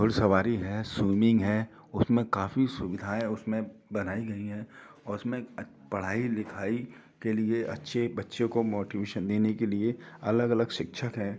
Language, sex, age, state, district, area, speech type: Hindi, male, 45-60, Madhya Pradesh, Gwalior, urban, spontaneous